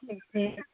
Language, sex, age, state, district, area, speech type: Urdu, female, 30-45, Uttar Pradesh, Lucknow, rural, conversation